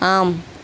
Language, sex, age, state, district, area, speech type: Tamil, female, 18-30, Tamil Nadu, Tirunelveli, rural, read